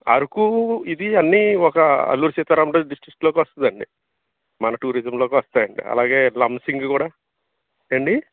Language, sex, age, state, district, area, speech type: Telugu, male, 30-45, Andhra Pradesh, Alluri Sitarama Raju, urban, conversation